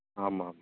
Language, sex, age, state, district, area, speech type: Tamil, male, 18-30, Tamil Nadu, Salem, rural, conversation